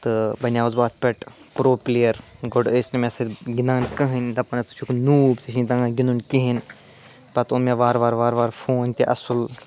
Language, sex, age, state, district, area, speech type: Kashmiri, male, 45-60, Jammu and Kashmir, Ganderbal, urban, spontaneous